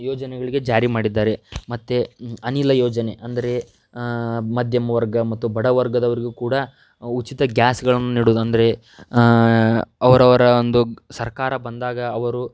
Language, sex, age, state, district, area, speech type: Kannada, male, 30-45, Karnataka, Tumkur, urban, spontaneous